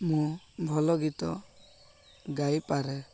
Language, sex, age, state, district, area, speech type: Odia, male, 18-30, Odisha, Koraput, urban, spontaneous